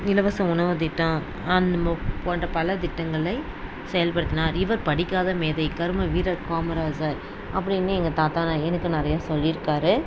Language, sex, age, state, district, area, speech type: Tamil, female, 30-45, Tamil Nadu, Dharmapuri, rural, spontaneous